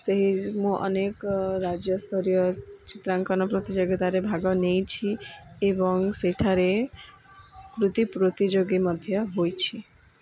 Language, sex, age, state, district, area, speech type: Odia, female, 18-30, Odisha, Sundergarh, urban, spontaneous